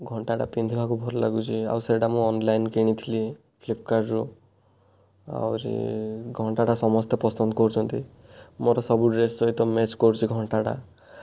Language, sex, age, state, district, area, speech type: Odia, male, 30-45, Odisha, Kandhamal, rural, spontaneous